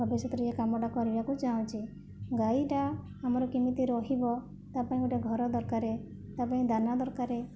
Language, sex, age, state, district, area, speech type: Odia, female, 45-60, Odisha, Jajpur, rural, spontaneous